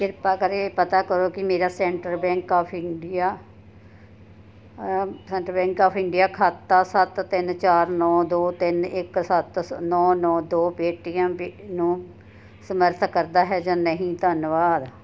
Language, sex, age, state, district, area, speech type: Punjabi, female, 60+, Punjab, Ludhiana, rural, read